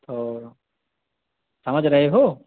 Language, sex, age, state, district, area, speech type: Urdu, male, 18-30, Delhi, South Delhi, urban, conversation